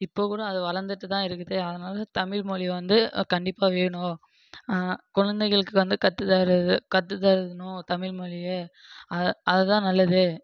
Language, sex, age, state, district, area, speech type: Tamil, male, 18-30, Tamil Nadu, Krishnagiri, rural, spontaneous